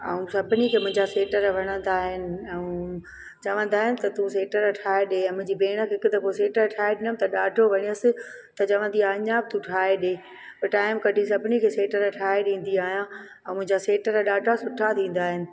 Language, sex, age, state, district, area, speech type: Sindhi, female, 45-60, Gujarat, Junagadh, urban, spontaneous